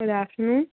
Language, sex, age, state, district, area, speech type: Hindi, female, 45-60, Madhya Pradesh, Bhopal, urban, conversation